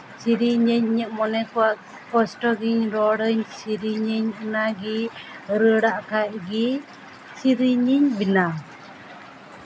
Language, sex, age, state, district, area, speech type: Santali, female, 30-45, West Bengal, Purba Bardhaman, rural, spontaneous